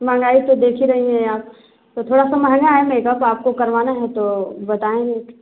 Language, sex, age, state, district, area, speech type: Hindi, female, 30-45, Uttar Pradesh, Azamgarh, rural, conversation